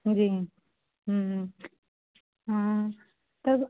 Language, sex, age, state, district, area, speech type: Hindi, female, 30-45, Uttar Pradesh, Azamgarh, rural, conversation